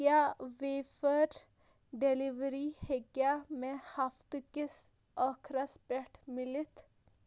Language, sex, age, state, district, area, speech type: Kashmiri, female, 18-30, Jammu and Kashmir, Shopian, rural, read